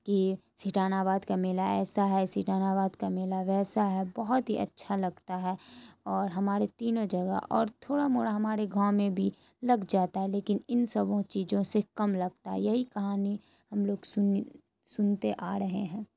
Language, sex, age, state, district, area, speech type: Urdu, female, 18-30, Bihar, Saharsa, rural, spontaneous